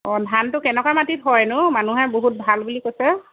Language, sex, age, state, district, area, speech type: Assamese, female, 30-45, Assam, Dhemaji, rural, conversation